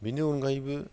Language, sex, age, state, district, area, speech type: Bodo, male, 30-45, Assam, Udalguri, urban, spontaneous